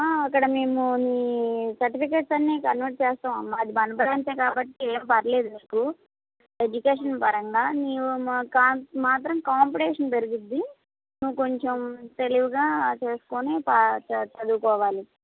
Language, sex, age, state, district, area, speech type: Telugu, female, 30-45, Andhra Pradesh, Palnadu, urban, conversation